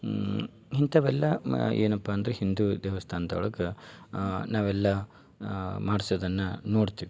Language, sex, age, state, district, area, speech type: Kannada, male, 30-45, Karnataka, Dharwad, rural, spontaneous